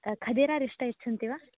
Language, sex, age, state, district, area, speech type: Sanskrit, female, 18-30, Karnataka, Davanagere, urban, conversation